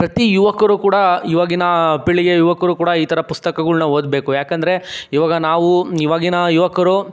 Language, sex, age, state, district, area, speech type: Kannada, male, 60+, Karnataka, Chikkaballapur, rural, spontaneous